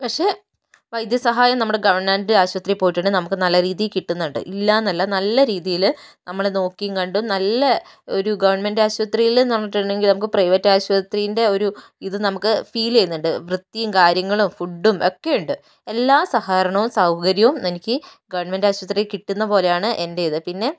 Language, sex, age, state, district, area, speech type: Malayalam, female, 60+, Kerala, Kozhikode, rural, spontaneous